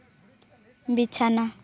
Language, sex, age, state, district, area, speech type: Santali, female, 18-30, West Bengal, Purba Bardhaman, rural, read